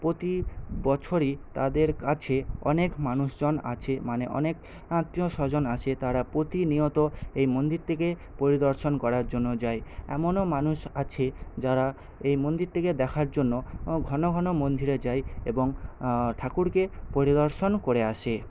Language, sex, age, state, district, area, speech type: Bengali, male, 18-30, West Bengal, Paschim Medinipur, rural, spontaneous